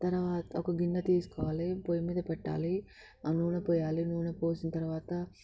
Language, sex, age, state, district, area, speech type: Telugu, female, 18-30, Telangana, Hyderabad, rural, spontaneous